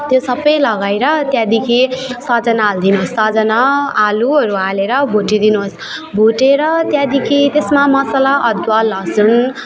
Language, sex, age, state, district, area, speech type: Nepali, female, 18-30, West Bengal, Alipurduar, urban, spontaneous